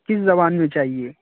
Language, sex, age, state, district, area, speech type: Urdu, male, 45-60, Uttar Pradesh, Lucknow, rural, conversation